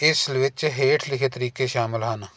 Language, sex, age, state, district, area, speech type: Punjabi, male, 45-60, Punjab, Jalandhar, urban, spontaneous